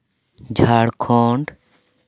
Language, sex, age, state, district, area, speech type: Santali, male, 30-45, West Bengal, Paschim Bardhaman, urban, spontaneous